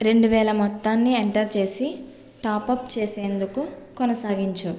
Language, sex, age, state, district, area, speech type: Telugu, female, 30-45, Andhra Pradesh, West Godavari, rural, read